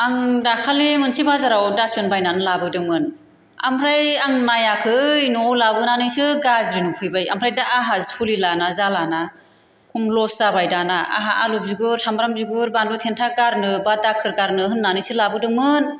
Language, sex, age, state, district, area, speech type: Bodo, female, 45-60, Assam, Chirang, rural, spontaneous